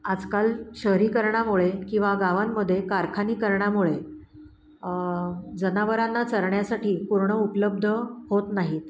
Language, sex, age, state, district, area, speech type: Marathi, female, 45-60, Maharashtra, Pune, urban, spontaneous